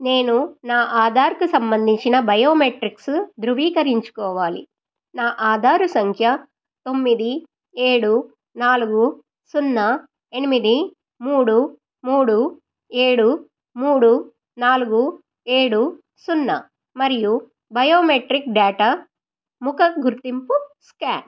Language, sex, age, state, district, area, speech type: Telugu, female, 45-60, Telangana, Medchal, rural, read